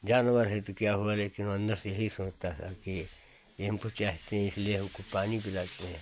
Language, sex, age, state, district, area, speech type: Hindi, male, 60+, Uttar Pradesh, Hardoi, rural, spontaneous